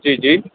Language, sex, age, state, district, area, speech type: Sindhi, male, 30-45, Gujarat, Kutch, urban, conversation